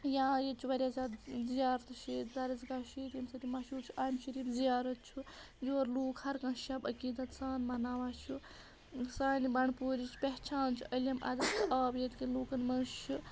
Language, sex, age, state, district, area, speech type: Kashmiri, female, 30-45, Jammu and Kashmir, Bandipora, rural, spontaneous